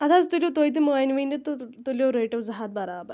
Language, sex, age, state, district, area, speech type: Kashmiri, female, 18-30, Jammu and Kashmir, Shopian, rural, spontaneous